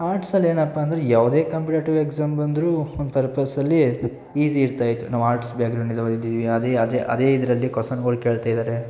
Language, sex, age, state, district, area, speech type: Kannada, male, 18-30, Karnataka, Mysore, rural, spontaneous